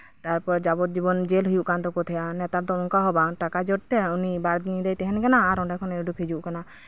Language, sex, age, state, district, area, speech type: Santali, female, 18-30, West Bengal, Birbhum, rural, spontaneous